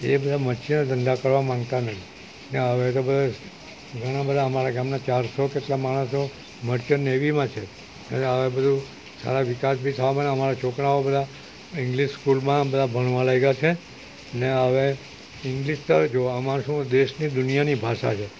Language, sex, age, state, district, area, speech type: Gujarati, male, 60+, Gujarat, Valsad, rural, spontaneous